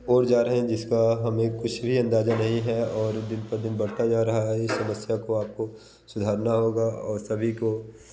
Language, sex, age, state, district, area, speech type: Hindi, male, 30-45, Uttar Pradesh, Bhadohi, rural, spontaneous